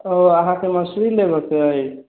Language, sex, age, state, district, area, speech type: Maithili, male, 45-60, Bihar, Sitamarhi, rural, conversation